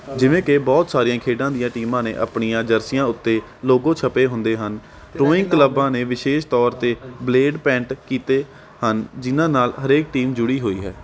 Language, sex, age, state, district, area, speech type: Punjabi, male, 18-30, Punjab, Patiala, urban, read